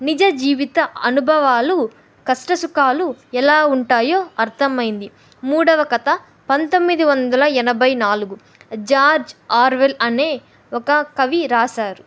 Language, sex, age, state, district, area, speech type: Telugu, female, 18-30, Andhra Pradesh, Kadapa, rural, spontaneous